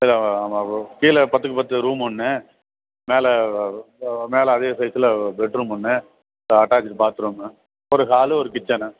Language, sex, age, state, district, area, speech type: Tamil, male, 45-60, Tamil Nadu, Thanjavur, urban, conversation